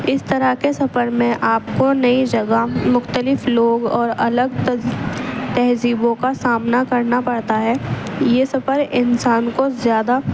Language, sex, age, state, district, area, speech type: Urdu, female, 18-30, Delhi, East Delhi, urban, spontaneous